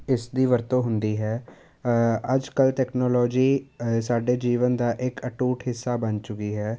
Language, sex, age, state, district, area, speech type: Punjabi, male, 18-30, Punjab, Jalandhar, urban, spontaneous